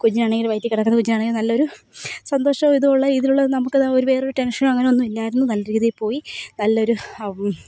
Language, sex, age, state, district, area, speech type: Malayalam, female, 18-30, Kerala, Kozhikode, rural, spontaneous